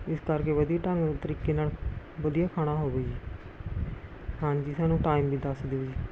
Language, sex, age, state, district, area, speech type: Punjabi, female, 45-60, Punjab, Rupnagar, rural, spontaneous